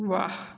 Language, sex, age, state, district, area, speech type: Hindi, male, 30-45, Uttar Pradesh, Sonbhadra, rural, read